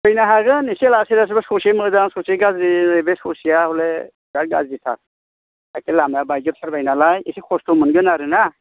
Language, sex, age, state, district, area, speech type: Bodo, male, 60+, Assam, Chirang, rural, conversation